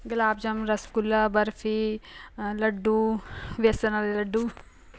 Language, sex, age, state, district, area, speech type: Punjabi, female, 30-45, Punjab, Ludhiana, urban, spontaneous